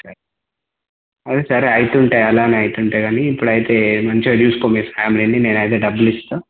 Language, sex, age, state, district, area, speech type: Telugu, male, 18-30, Telangana, Komaram Bheem, urban, conversation